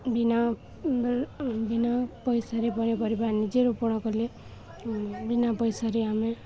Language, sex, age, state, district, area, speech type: Odia, female, 18-30, Odisha, Balangir, urban, spontaneous